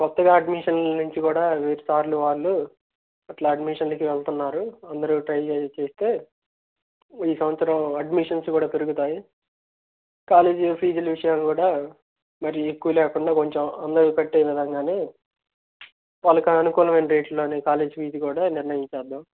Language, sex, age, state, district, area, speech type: Telugu, male, 18-30, Andhra Pradesh, Guntur, urban, conversation